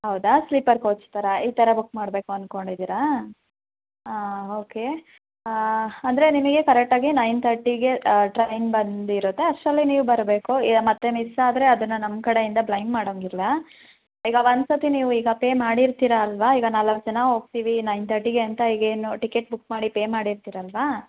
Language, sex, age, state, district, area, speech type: Kannada, female, 18-30, Karnataka, Hassan, rural, conversation